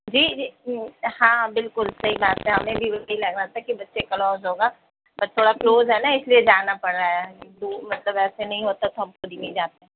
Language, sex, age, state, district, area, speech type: Urdu, female, 30-45, Delhi, South Delhi, urban, conversation